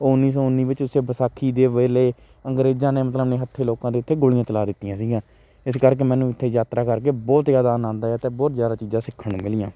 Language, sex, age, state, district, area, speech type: Punjabi, male, 18-30, Punjab, Shaheed Bhagat Singh Nagar, urban, spontaneous